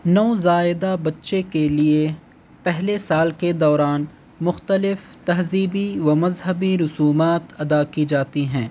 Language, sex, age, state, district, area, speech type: Urdu, male, 18-30, Delhi, North East Delhi, urban, spontaneous